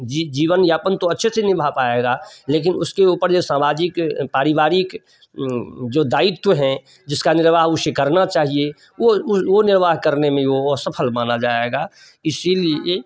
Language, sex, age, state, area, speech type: Hindi, male, 60+, Bihar, urban, spontaneous